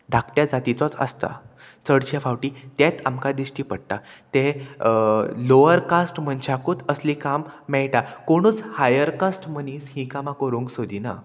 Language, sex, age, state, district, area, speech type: Goan Konkani, male, 18-30, Goa, Murmgao, rural, spontaneous